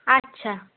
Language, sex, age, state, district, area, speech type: Bengali, female, 18-30, West Bengal, Cooch Behar, urban, conversation